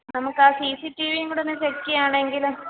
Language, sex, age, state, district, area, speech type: Malayalam, female, 18-30, Kerala, Idukki, rural, conversation